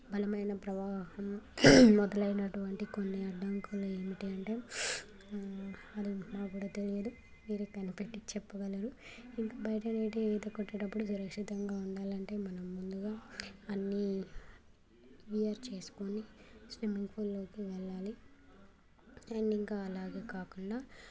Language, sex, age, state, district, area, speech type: Telugu, female, 18-30, Telangana, Mancherial, rural, spontaneous